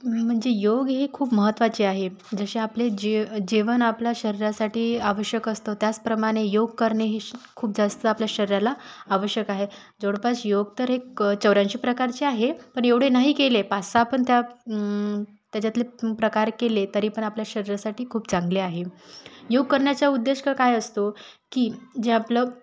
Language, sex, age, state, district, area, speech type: Marathi, female, 18-30, Maharashtra, Wardha, urban, spontaneous